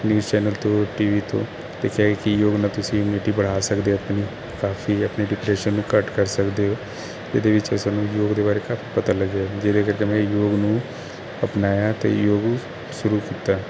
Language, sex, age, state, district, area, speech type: Punjabi, male, 30-45, Punjab, Kapurthala, urban, spontaneous